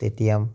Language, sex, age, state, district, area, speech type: Assamese, male, 30-45, Assam, Biswanath, rural, spontaneous